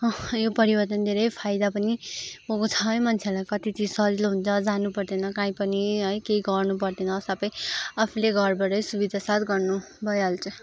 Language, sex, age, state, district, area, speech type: Nepali, female, 18-30, West Bengal, Kalimpong, rural, spontaneous